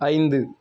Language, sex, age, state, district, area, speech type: Tamil, male, 18-30, Tamil Nadu, Thoothukudi, rural, read